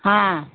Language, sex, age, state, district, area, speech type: Hindi, female, 60+, Uttar Pradesh, Pratapgarh, rural, conversation